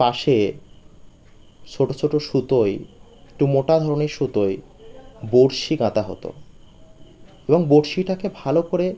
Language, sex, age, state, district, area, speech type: Bengali, male, 30-45, West Bengal, Birbhum, urban, spontaneous